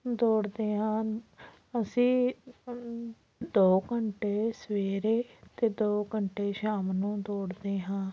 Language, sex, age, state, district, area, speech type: Punjabi, female, 45-60, Punjab, Patiala, rural, spontaneous